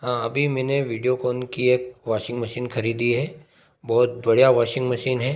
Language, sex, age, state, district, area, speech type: Hindi, male, 30-45, Madhya Pradesh, Ujjain, rural, spontaneous